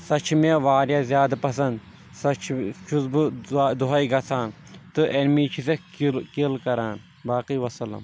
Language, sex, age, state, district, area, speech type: Kashmiri, male, 18-30, Jammu and Kashmir, Shopian, rural, spontaneous